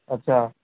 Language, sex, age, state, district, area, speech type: Urdu, male, 18-30, Telangana, Hyderabad, urban, conversation